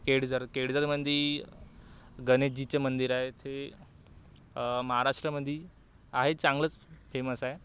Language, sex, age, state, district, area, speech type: Marathi, male, 18-30, Maharashtra, Wardha, urban, spontaneous